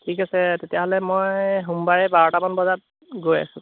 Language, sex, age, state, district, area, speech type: Assamese, male, 18-30, Assam, Golaghat, urban, conversation